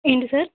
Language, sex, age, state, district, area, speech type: Telugu, female, 30-45, Andhra Pradesh, Nandyal, rural, conversation